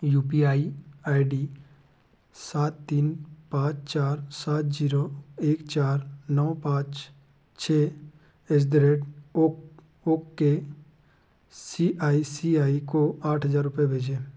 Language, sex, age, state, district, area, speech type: Hindi, male, 18-30, Madhya Pradesh, Betul, rural, read